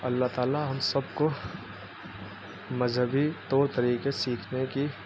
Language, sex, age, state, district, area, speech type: Urdu, male, 30-45, Uttar Pradesh, Muzaffarnagar, urban, spontaneous